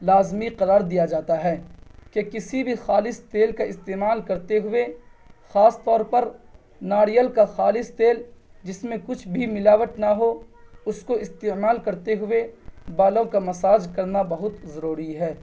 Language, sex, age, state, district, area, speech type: Urdu, male, 18-30, Bihar, Purnia, rural, spontaneous